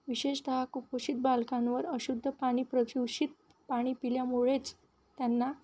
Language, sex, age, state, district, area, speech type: Marathi, female, 18-30, Maharashtra, Wardha, rural, spontaneous